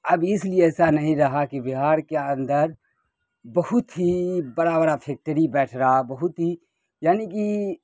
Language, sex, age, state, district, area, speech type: Urdu, male, 30-45, Bihar, Khagaria, urban, spontaneous